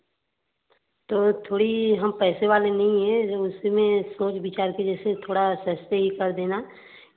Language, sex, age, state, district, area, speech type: Hindi, female, 30-45, Uttar Pradesh, Varanasi, urban, conversation